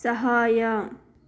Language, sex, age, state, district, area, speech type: Kannada, female, 18-30, Karnataka, Chikkaballapur, urban, read